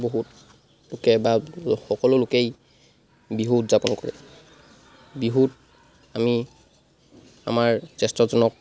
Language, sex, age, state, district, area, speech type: Assamese, male, 45-60, Assam, Charaideo, rural, spontaneous